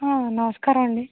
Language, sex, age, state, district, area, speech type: Telugu, female, 45-60, Andhra Pradesh, East Godavari, rural, conversation